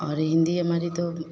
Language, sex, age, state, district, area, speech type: Hindi, female, 30-45, Bihar, Vaishali, urban, spontaneous